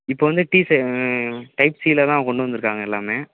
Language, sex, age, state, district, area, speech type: Tamil, male, 18-30, Tamil Nadu, Perambalur, urban, conversation